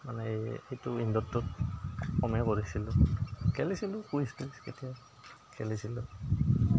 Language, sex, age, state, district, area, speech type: Assamese, male, 30-45, Assam, Goalpara, urban, spontaneous